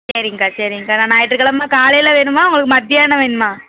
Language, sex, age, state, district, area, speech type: Tamil, female, 18-30, Tamil Nadu, Madurai, urban, conversation